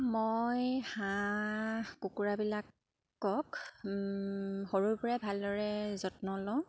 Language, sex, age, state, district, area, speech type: Assamese, female, 30-45, Assam, Sivasagar, rural, spontaneous